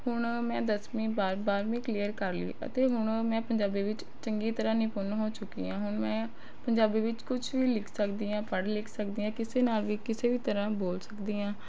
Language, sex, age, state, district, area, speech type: Punjabi, female, 18-30, Punjab, Rupnagar, urban, spontaneous